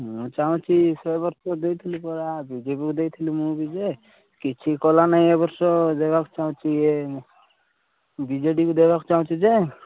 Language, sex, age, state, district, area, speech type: Odia, male, 18-30, Odisha, Koraput, urban, conversation